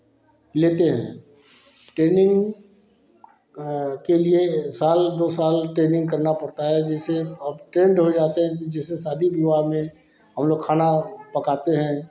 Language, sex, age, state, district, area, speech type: Hindi, male, 45-60, Uttar Pradesh, Varanasi, urban, spontaneous